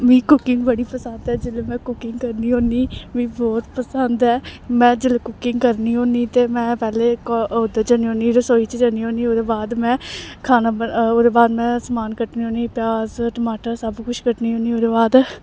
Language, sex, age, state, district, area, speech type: Dogri, female, 18-30, Jammu and Kashmir, Samba, rural, spontaneous